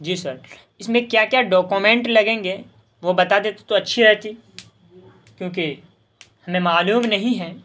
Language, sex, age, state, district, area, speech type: Urdu, male, 18-30, Bihar, Saharsa, rural, spontaneous